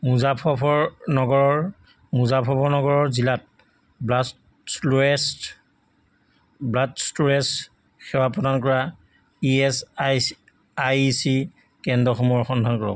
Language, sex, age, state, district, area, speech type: Assamese, male, 45-60, Assam, Jorhat, urban, read